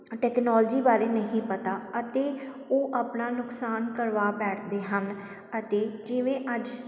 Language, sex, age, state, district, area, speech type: Punjabi, female, 30-45, Punjab, Sangrur, rural, spontaneous